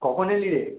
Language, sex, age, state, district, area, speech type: Bengali, male, 18-30, West Bengal, Kolkata, urban, conversation